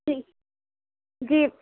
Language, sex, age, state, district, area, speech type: Urdu, female, 18-30, Uttar Pradesh, Balrampur, rural, conversation